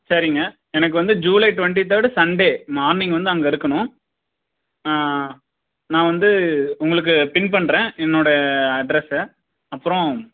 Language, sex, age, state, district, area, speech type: Tamil, male, 18-30, Tamil Nadu, Dharmapuri, rural, conversation